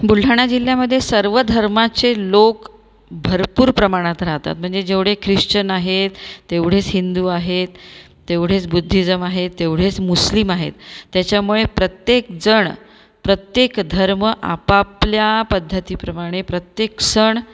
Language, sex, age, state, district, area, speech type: Marathi, female, 45-60, Maharashtra, Buldhana, urban, spontaneous